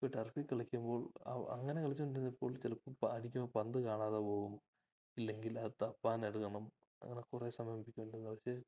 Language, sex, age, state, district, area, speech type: Malayalam, male, 18-30, Kerala, Idukki, rural, spontaneous